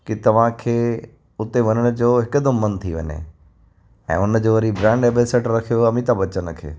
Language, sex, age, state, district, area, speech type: Sindhi, male, 45-60, Gujarat, Kutch, urban, spontaneous